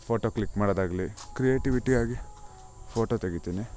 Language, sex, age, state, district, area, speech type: Kannada, male, 18-30, Karnataka, Chikkamagaluru, rural, spontaneous